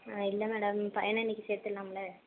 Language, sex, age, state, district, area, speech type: Tamil, female, 18-30, Tamil Nadu, Tiruvarur, rural, conversation